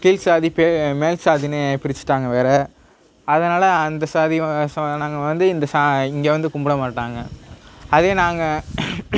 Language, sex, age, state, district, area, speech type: Tamil, male, 18-30, Tamil Nadu, Nagapattinam, rural, spontaneous